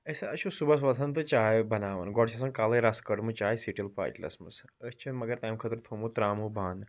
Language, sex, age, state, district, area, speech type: Kashmiri, male, 30-45, Jammu and Kashmir, Srinagar, urban, spontaneous